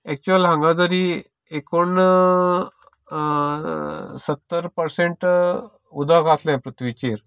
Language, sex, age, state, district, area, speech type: Goan Konkani, male, 45-60, Goa, Canacona, rural, spontaneous